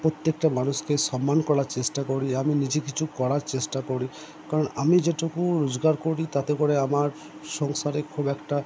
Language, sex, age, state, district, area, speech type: Bengali, male, 30-45, West Bengal, Purba Bardhaman, urban, spontaneous